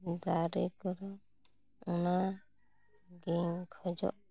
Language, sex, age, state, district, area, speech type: Santali, female, 30-45, West Bengal, Purulia, rural, spontaneous